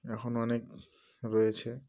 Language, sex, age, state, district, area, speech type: Bengali, male, 18-30, West Bengal, Murshidabad, urban, spontaneous